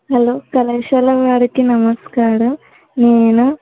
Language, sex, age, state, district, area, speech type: Telugu, female, 18-30, Telangana, Medak, urban, conversation